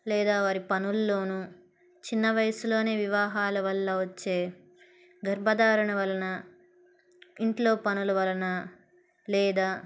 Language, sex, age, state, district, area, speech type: Telugu, female, 18-30, Andhra Pradesh, Palnadu, rural, spontaneous